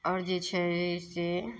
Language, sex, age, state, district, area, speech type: Maithili, female, 30-45, Bihar, Madhepura, rural, spontaneous